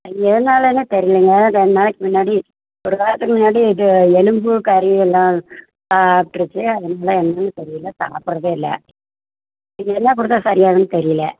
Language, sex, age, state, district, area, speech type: Tamil, female, 60+, Tamil Nadu, Virudhunagar, rural, conversation